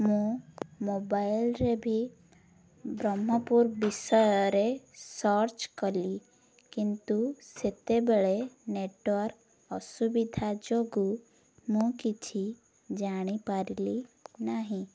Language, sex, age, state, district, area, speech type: Odia, female, 18-30, Odisha, Ganjam, urban, spontaneous